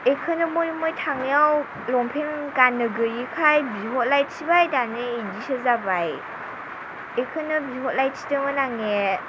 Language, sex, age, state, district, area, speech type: Bodo, female, 30-45, Assam, Chirang, rural, spontaneous